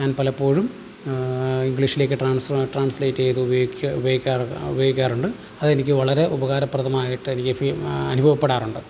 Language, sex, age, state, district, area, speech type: Malayalam, male, 30-45, Kerala, Alappuzha, rural, spontaneous